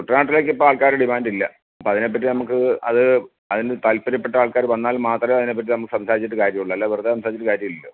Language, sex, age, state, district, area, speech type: Malayalam, male, 60+, Kerala, Alappuzha, rural, conversation